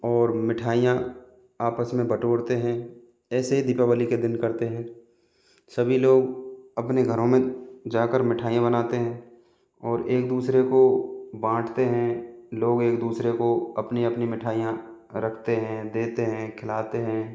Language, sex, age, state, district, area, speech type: Hindi, male, 45-60, Rajasthan, Jaipur, urban, spontaneous